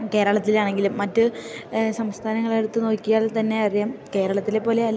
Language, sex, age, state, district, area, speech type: Malayalam, female, 18-30, Kerala, Idukki, rural, spontaneous